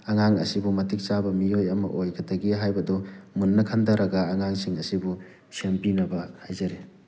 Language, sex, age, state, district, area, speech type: Manipuri, male, 30-45, Manipur, Thoubal, rural, spontaneous